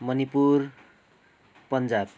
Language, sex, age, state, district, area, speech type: Nepali, male, 30-45, West Bengal, Kalimpong, rural, spontaneous